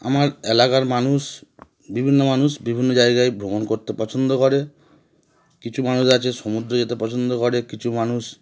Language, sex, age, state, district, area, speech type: Bengali, male, 30-45, West Bengal, Howrah, urban, spontaneous